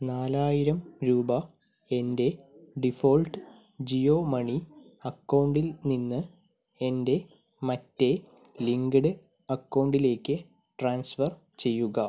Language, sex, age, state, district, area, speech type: Malayalam, male, 30-45, Kerala, Palakkad, rural, read